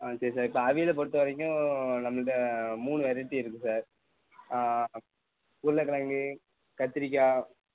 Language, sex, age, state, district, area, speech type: Tamil, male, 18-30, Tamil Nadu, Tirunelveli, rural, conversation